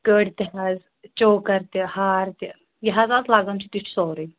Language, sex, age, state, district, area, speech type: Kashmiri, female, 30-45, Jammu and Kashmir, Shopian, rural, conversation